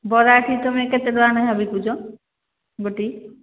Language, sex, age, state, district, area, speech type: Odia, female, 45-60, Odisha, Angul, rural, conversation